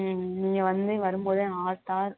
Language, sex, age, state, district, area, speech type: Tamil, female, 18-30, Tamil Nadu, Thanjavur, rural, conversation